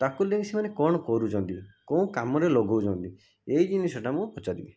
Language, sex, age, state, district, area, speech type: Odia, male, 45-60, Odisha, Jajpur, rural, spontaneous